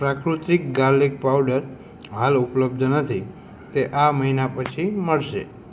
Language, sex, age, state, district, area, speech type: Gujarati, male, 18-30, Gujarat, Morbi, urban, read